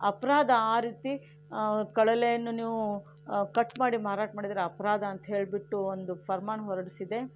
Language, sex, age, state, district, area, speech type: Kannada, female, 60+, Karnataka, Shimoga, rural, spontaneous